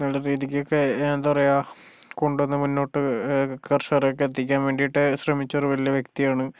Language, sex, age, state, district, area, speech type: Malayalam, male, 18-30, Kerala, Kozhikode, urban, spontaneous